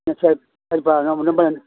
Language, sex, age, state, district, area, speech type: Tamil, male, 60+, Tamil Nadu, Thanjavur, rural, conversation